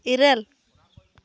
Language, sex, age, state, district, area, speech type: Santali, female, 18-30, West Bengal, Purulia, rural, read